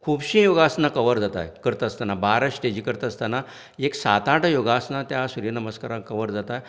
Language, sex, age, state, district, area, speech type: Goan Konkani, male, 60+, Goa, Canacona, rural, spontaneous